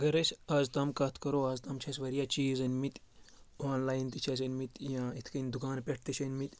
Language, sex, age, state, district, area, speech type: Kashmiri, male, 18-30, Jammu and Kashmir, Kulgam, rural, spontaneous